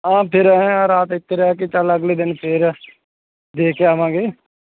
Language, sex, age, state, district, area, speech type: Punjabi, male, 18-30, Punjab, Bathinda, rural, conversation